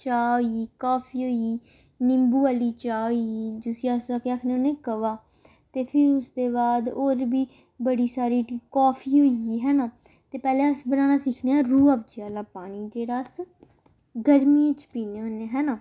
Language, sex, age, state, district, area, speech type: Dogri, female, 18-30, Jammu and Kashmir, Samba, urban, spontaneous